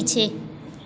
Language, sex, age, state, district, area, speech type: Hindi, female, 30-45, Uttar Pradesh, Azamgarh, rural, read